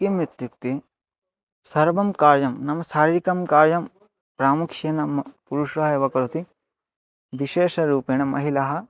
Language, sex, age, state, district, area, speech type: Sanskrit, male, 18-30, Odisha, Bargarh, rural, spontaneous